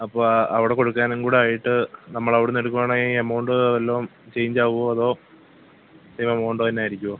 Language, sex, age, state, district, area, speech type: Malayalam, male, 18-30, Kerala, Kollam, rural, conversation